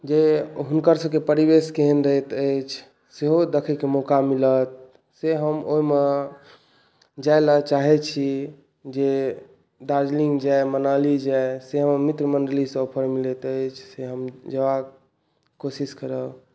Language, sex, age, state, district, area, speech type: Maithili, male, 18-30, Bihar, Saharsa, urban, spontaneous